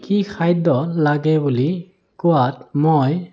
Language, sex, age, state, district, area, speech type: Assamese, male, 30-45, Assam, Sonitpur, rural, spontaneous